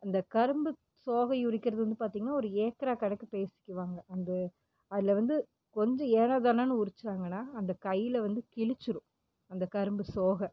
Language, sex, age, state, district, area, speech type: Tamil, female, 30-45, Tamil Nadu, Erode, rural, spontaneous